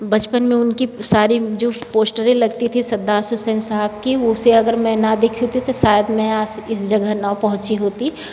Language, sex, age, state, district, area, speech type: Hindi, female, 45-60, Uttar Pradesh, Varanasi, rural, spontaneous